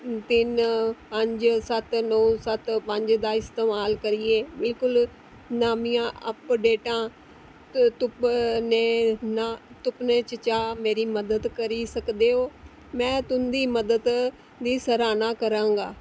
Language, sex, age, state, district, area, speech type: Dogri, female, 45-60, Jammu and Kashmir, Jammu, urban, read